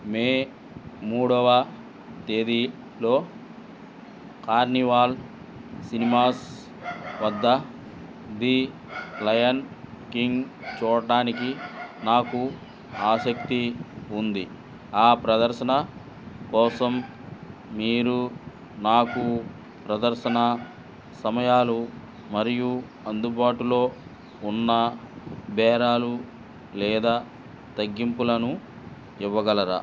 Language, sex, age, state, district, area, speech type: Telugu, male, 60+, Andhra Pradesh, Eluru, rural, read